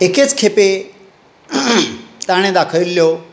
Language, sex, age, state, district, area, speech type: Goan Konkani, male, 60+, Goa, Tiswadi, rural, spontaneous